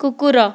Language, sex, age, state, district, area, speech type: Odia, female, 45-60, Odisha, Kandhamal, rural, read